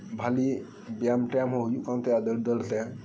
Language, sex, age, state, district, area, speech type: Santali, male, 30-45, West Bengal, Birbhum, rural, spontaneous